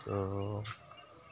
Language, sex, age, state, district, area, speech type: Assamese, male, 30-45, Assam, Goalpara, urban, spontaneous